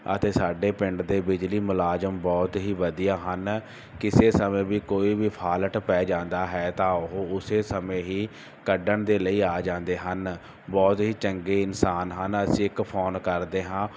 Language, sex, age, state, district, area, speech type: Punjabi, male, 30-45, Punjab, Barnala, rural, spontaneous